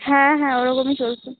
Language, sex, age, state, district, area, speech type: Bengali, female, 18-30, West Bengal, Cooch Behar, rural, conversation